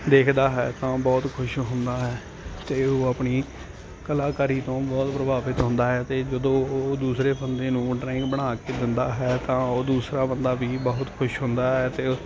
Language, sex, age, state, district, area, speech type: Punjabi, male, 18-30, Punjab, Ludhiana, urban, spontaneous